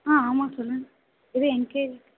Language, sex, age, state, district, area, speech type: Tamil, female, 18-30, Tamil Nadu, Karur, rural, conversation